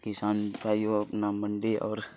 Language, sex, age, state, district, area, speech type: Urdu, male, 30-45, Bihar, Khagaria, rural, spontaneous